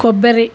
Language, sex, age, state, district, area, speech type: Telugu, female, 60+, Telangana, Hyderabad, urban, spontaneous